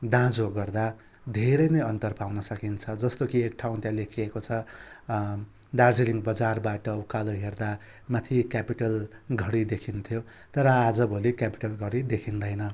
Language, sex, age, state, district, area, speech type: Nepali, male, 30-45, West Bengal, Darjeeling, rural, spontaneous